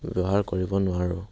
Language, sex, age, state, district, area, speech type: Assamese, male, 18-30, Assam, Dhemaji, rural, spontaneous